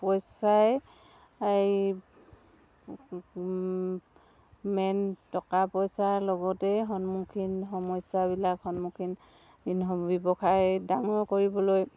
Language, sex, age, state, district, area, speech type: Assamese, female, 60+, Assam, Dibrugarh, rural, spontaneous